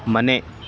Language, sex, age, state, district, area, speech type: Kannada, male, 18-30, Karnataka, Davanagere, rural, read